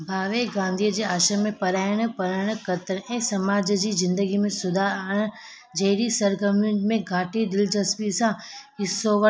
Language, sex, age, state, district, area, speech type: Sindhi, female, 18-30, Gujarat, Surat, urban, read